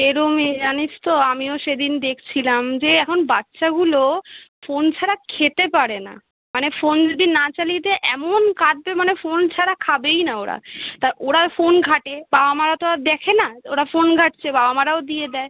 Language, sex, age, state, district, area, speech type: Bengali, female, 18-30, West Bengal, Kolkata, urban, conversation